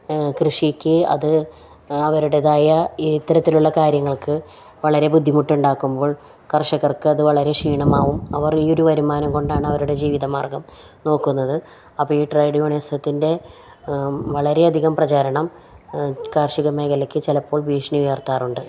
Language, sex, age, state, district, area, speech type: Malayalam, female, 45-60, Kerala, Palakkad, rural, spontaneous